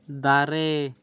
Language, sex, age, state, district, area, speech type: Santali, male, 18-30, West Bengal, Bankura, rural, read